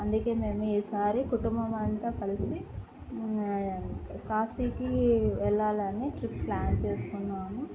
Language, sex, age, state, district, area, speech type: Telugu, female, 18-30, Andhra Pradesh, Kadapa, urban, spontaneous